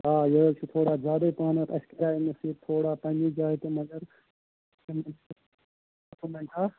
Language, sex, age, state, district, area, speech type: Kashmiri, male, 18-30, Jammu and Kashmir, Srinagar, urban, conversation